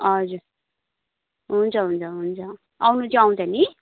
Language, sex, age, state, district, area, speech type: Nepali, female, 18-30, West Bengal, Kalimpong, rural, conversation